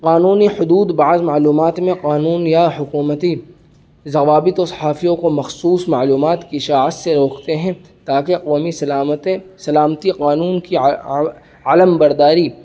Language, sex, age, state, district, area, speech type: Urdu, male, 18-30, Uttar Pradesh, Saharanpur, urban, spontaneous